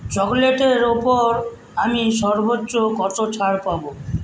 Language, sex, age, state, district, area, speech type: Bengali, male, 60+, West Bengal, Paschim Medinipur, rural, read